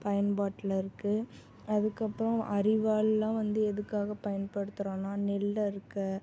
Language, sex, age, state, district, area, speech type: Tamil, female, 18-30, Tamil Nadu, Salem, rural, spontaneous